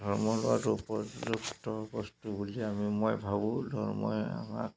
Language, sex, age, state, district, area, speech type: Assamese, male, 45-60, Assam, Dhemaji, rural, spontaneous